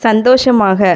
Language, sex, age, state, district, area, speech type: Tamil, female, 18-30, Tamil Nadu, Viluppuram, urban, read